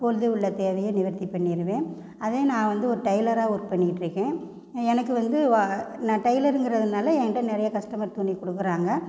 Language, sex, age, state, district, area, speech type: Tamil, female, 30-45, Tamil Nadu, Namakkal, rural, spontaneous